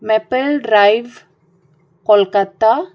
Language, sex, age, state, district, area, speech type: Goan Konkani, female, 45-60, Goa, Salcete, rural, read